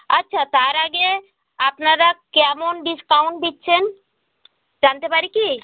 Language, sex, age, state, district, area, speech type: Bengali, female, 45-60, West Bengal, North 24 Parganas, rural, conversation